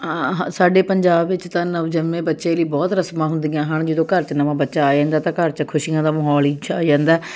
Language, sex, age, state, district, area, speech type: Punjabi, female, 30-45, Punjab, Jalandhar, urban, spontaneous